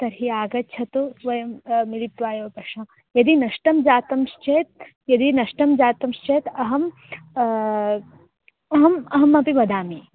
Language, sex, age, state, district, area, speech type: Sanskrit, female, 18-30, Karnataka, Dharwad, urban, conversation